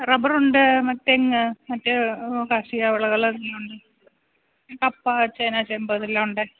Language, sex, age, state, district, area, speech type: Malayalam, female, 45-60, Kerala, Pathanamthitta, rural, conversation